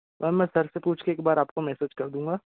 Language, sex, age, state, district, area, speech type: Hindi, male, 18-30, Madhya Pradesh, Bhopal, rural, conversation